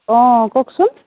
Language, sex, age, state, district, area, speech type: Assamese, female, 30-45, Assam, Sonitpur, rural, conversation